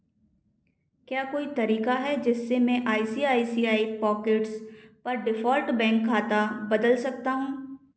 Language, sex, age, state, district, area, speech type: Hindi, female, 18-30, Madhya Pradesh, Gwalior, rural, read